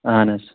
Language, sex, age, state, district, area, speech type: Kashmiri, male, 30-45, Jammu and Kashmir, Shopian, rural, conversation